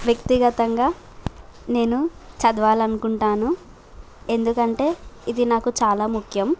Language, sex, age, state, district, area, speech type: Telugu, female, 18-30, Telangana, Bhadradri Kothagudem, rural, spontaneous